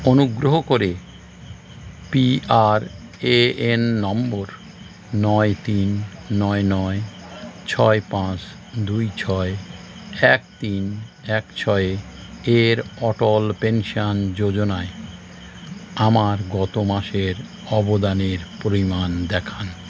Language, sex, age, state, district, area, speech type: Bengali, male, 45-60, West Bengal, Howrah, urban, read